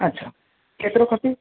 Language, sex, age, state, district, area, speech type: Sindhi, male, 18-30, Uttar Pradesh, Lucknow, urban, conversation